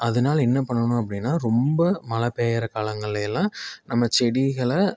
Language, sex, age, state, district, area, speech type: Tamil, male, 30-45, Tamil Nadu, Tiruppur, rural, spontaneous